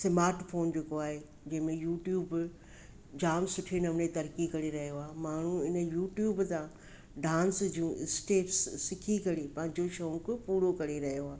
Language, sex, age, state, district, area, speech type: Sindhi, female, 45-60, Maharashtra, Thane, urban, spontaneous